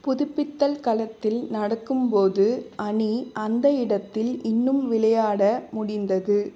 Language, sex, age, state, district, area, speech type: Tamil, female, 30-45, Tamil Nadu, Vellore, urban, read